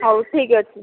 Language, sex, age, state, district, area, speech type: Odia, female, 18-30, Odisha, Nayagarh, rural, conversation